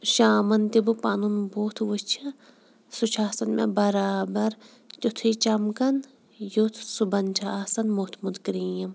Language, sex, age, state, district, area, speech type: Kashmiri, female, 30-45, Jammu and Kashmir, Shopian, urban, spontaneous